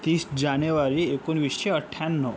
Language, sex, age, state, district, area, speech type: Marathi, male, 18-30, Maharashtra, Yavatmal, rural, spontaneous